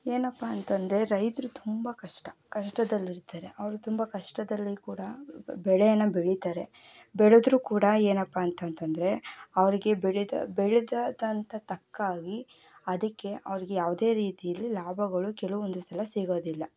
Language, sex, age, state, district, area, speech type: Kannada, female, 18-30, Karnataka, Mysore, rural, spontaneous